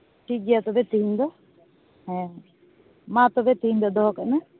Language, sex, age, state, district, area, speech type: Santali, female, 18-30, West Bengal, Uttar Dinajpur, rural, conversation